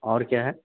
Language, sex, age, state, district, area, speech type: Urdu, male, 18-30, Delhi, Central Delhi, urban, conversation